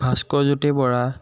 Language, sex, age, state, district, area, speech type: Assamese, male, 18-30, Assam, Jorhat, urban, spontaneous